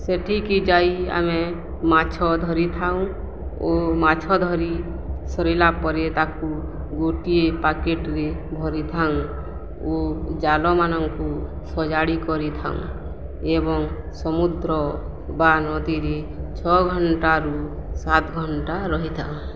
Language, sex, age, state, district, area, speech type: Odia, female, 45-60, Odisha, Balangir, urban, spontaneous